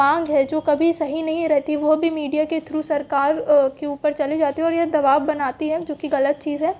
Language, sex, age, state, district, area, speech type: Hindi, female, 18-30, Madhya Pradesh, Jabalpur, urban, spontaneous